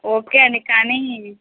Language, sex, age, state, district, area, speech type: Telugu, female, 18-30, Telangana, Peddapalli, rural, conversation